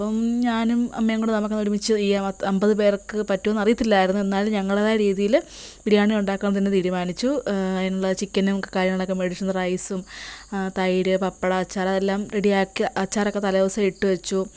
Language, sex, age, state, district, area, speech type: Malayalam, female, 18-30, Kerala, Kottayam, rural, spontaneous